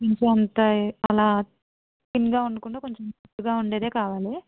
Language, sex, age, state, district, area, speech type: Telugu, female, 30-45, Andhra Pradesh, Eluru, rural, conversation